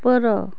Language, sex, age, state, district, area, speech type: Odia, female, 45-60, Odisha, Cuttack, urban, read